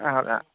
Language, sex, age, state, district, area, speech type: Malayalam, male, 30-45, Kerala, Kottayam, rural, conversation